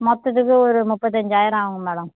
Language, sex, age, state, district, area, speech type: Tamil, female, 60+, Tamil Nadu, Viluppuram, rural, conversation